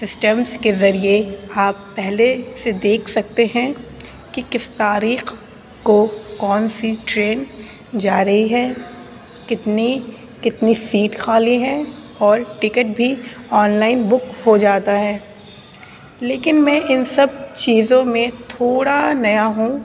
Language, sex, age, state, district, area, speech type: Urdu, female, 18-30, Delhi, North East Delhi, urban, spontaneous